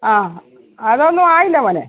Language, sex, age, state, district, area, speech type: Malayalam, female, 45-60, Kerala, Pathanamthitta, urban, conversation